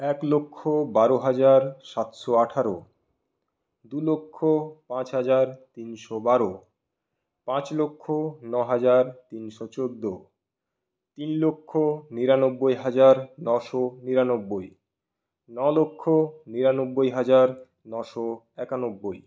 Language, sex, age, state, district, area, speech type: Bengali, male, 18-30, West Bengal, Purulia, urban, spontaneous